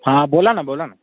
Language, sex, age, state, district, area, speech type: Marathi, male, 18-30, Maharashtra, Washim, urban, conversation